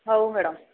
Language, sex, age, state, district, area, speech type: Odia, female, 45-60, Odisha, Sambalpur, rural, conversation